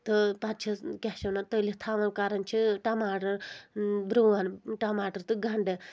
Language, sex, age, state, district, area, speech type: Kashmiri, female, 18-30, Jammu and Kashmir, Anantnag, rural, spontaneous